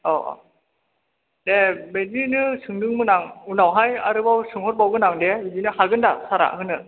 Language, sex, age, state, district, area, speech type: Bodo, male, 18-30, Assam, Chirang, rural, conversation